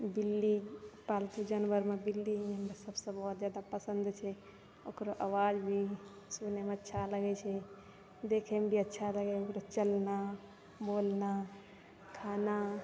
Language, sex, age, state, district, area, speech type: Maithili, female, 18-30, Bihar, Purnia, rural, spontaneous